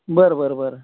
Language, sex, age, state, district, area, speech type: Marathi, male, 60+, Maharashtra, Akola, rural, conversation